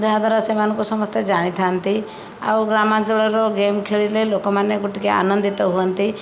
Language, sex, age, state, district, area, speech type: Odia, female, 45-60, Odisha, Jajpur, rural, spontaneous